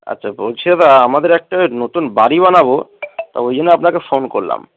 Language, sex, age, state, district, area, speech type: Bengali, male, 45-60, West Bengal, Dakshin Dinajpur, rural, conversation